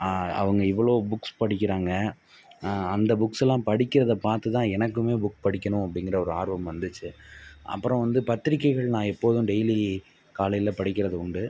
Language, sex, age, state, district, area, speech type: Tamil, male, 18-30, Tamil Nadu, Pudukkottai, rural, spontaneous